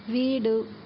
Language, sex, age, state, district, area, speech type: Tamil, female, 45-60, Tamil Nadu, Perambalur, urban, read